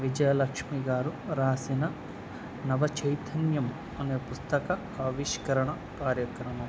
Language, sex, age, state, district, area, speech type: Telugu, male, 18-30, Andhra Pradesh, Nandyal, urban, spontaneous